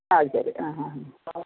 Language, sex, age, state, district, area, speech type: Malayalam, female, 60+, Kerala, Pathanamthitta, rural, conversation